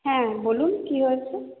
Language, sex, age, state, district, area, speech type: Bengali, female, 30-45, West Bengal, Purba Bardhaman, urban, conversation